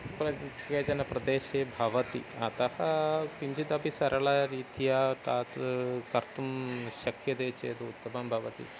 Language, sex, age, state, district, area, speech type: Sanskrit, male, 45-60, Kerala, Thiruvananthapuram, urban, spontaneous